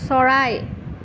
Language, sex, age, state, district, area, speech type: Assamese, female, 18-30, Assam, Nalbari, rural, read